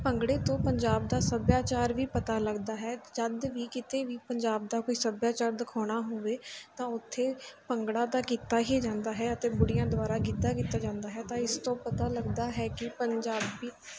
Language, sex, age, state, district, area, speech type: Punjabi, female, 18-30, Punjab, Mansa, urban, spontaneous